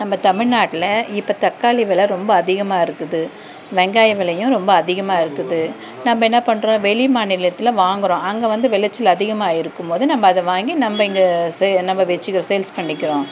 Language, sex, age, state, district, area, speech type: Tamil, female, 45-60, Tamil Nadu, Dharmapuri, urban, spontaneous